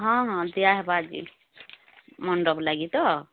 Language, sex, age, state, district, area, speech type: Odia, female, 30-45, Odisha, Bargarh, urban, conversation